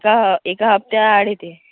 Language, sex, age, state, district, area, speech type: Marathi, male, 18-30, Maharashtra, Wardha, rural, conversation